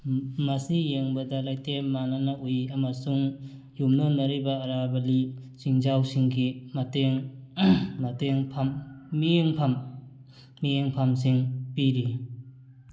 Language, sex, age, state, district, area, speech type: Manipuri, male, 30-45, Manipur, Thoubal, rural, read